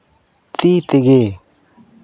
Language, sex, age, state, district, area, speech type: Santali, male, 30-45, Jharkhand, Seraikela Kharsawan, rural, spontaneous